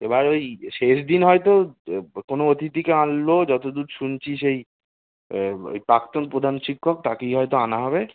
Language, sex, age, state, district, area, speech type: Bengali, male, 18-30, West Bengal, Kolkata, urban, conversation